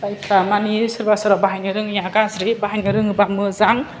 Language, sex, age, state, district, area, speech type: Bodo, female, 30-45, Assam, Chirang, urban, spontaneous